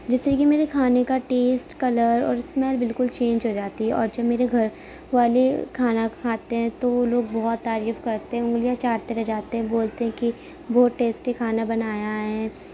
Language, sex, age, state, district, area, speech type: Urdu, female, 18-30, Uttar Pradesh, Gautam Buddha Nagar, urban, spontaneous